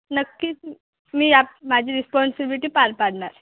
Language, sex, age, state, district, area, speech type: Marathi, female, 18-30, Maharashtra, Akola, rural, conversation